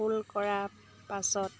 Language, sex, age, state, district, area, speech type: Assamese, female, 30-45, Assam, Dibrugarh, urban, spontaneous